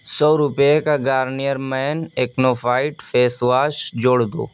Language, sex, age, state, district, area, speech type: Urdu, male, 18-30, Uttar Pradesh, Siddharthnagar, rural, read